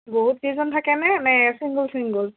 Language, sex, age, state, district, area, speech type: Assamese, female, 30-45, Assam, Dhemaji, urban, conversation